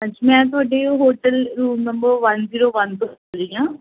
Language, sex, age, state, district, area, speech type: Punjabi, female, 18-30, Punjab, Pathankot, rural, conversation